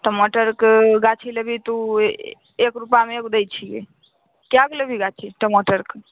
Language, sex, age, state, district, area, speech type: Maithili, female, 18-30, Bihar, Begusarai, urban, conversation